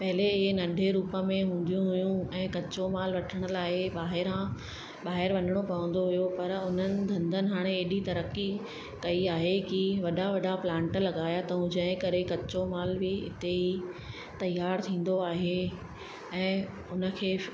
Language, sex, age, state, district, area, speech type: Sindhi, female, 30-45, Madhya Pradesh, Katni, urban, spontaneous